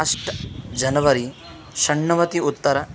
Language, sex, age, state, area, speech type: Sanskrit, male, 18-30, Rajasthan, rural, spontaneous